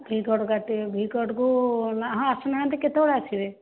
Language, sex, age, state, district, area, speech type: Odia, female, 60+, Odisha, Jajpur, rural, conversation